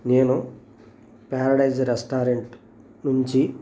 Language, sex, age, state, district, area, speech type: Telugu, male, 45-60, Andhra Pradesh, Krishna, rural, spontaneous